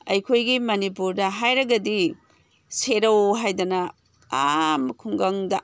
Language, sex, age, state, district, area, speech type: Manipuri, female, 60+, Manipur, Imphal East, rural, spontaneous